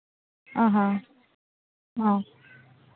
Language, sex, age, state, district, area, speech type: Santali, female, 30-45, Jharkhand, East Singhbhum, rural, conversation